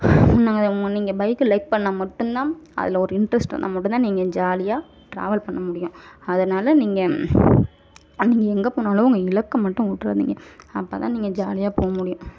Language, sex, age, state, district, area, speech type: Tamil, female, 45-60, Tamil Nadu, Ariyalur, rural, spontaneous